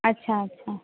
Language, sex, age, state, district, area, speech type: Marathi, female, 18-30, Maharashtra, Mumbai City, urban, conversation